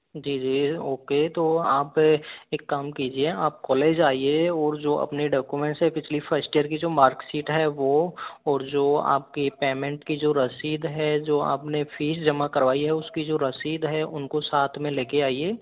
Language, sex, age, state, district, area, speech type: Hindi, male, 30-45, Rajasthan, Karauli, rural, conversation